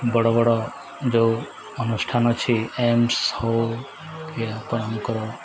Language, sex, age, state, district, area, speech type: Odia, male, 30-45, Odisha, Nuapada, urban, spontaneous